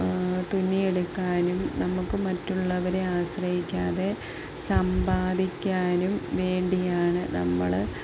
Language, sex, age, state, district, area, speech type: Malayalam, female, 30-45, Kerala, Palakkad, rural, spontaneous